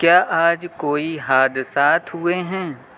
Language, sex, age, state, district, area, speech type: Urdu, male, 18-30, Delhi, South Delhi, urban, read